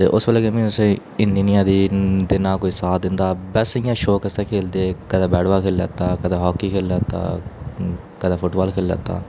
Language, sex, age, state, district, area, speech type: Dogri, male, 30-45, Jammu and Kashmir, Udhampur, urban, spontaneous